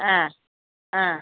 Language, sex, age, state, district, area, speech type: Malayalam, female, 60+, Kerala, Thiruvananthapuram, rural, conversation